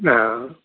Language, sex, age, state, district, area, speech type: Nepali, male, 60+, West Bengal, Kalimpong, rural, conversation